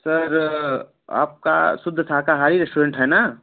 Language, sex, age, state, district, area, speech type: Hindi, male, 18-30, Uttar Pradesh, Prayagraj, urban, conversation